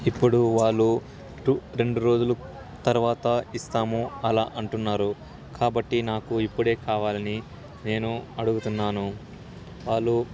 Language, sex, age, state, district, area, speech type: Telugu, male, 18-30, Andhra Pradesh, Sri Satya Sai, rural, spontaneous